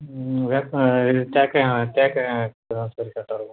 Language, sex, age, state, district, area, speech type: Tamil, male, 18-30, Tamil Nadu, Tiruvannamalai, urban, conversation